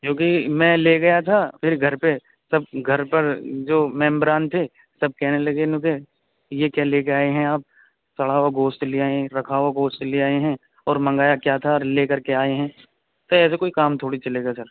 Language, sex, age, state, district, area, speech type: Urdu, male, 18-30, Uttar Pradesh, Saharanpur, urban, conversation